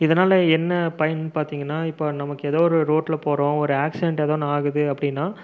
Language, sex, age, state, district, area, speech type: Tamil, male, 30-45, Tamil Nadu, Erode, rural, spontaneous